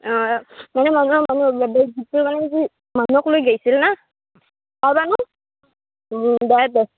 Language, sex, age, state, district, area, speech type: Assamese, female, 18-30, Assam, Barpeta, rural, conversation